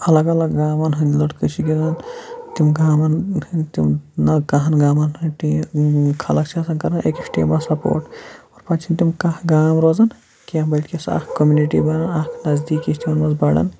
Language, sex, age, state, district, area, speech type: Kashmiri, male, 18-30, Jammu and Kashmir, Shopian, rural, spontaneous